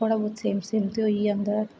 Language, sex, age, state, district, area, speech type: Dogri, female, 18-30, Jammu and Kashmir, Jammu, urban, spontaneous